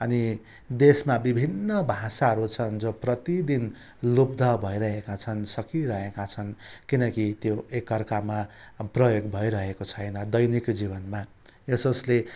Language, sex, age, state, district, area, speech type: Nepali, male, 30-45, West Bengal, Darjeeling, rural, spontaneous